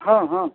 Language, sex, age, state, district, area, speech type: Marathi, male, 60+, Maharashtra, Akola, urban, conversation